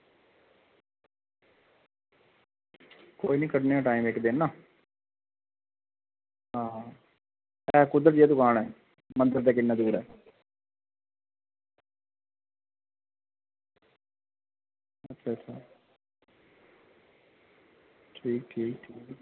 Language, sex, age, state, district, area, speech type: Dogri, male, 30-45, Jammu and Kashmir, Reasi, rural, conversation